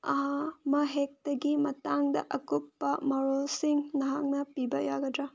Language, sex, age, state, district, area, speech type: Manipuri, female, 30-45, Manipur, Senapati, rural, read